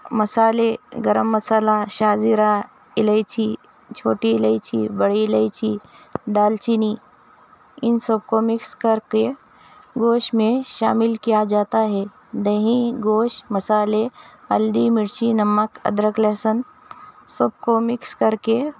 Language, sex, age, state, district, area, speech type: Urdu, female, 30-45, Telangana, Hyderabad, urban, spontaneous